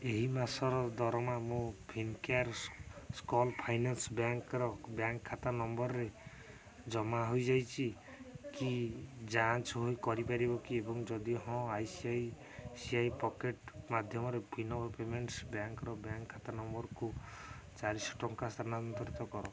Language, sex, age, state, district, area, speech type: Odia, male, 18-30, Odisha, Jagatsinghpur, rural, read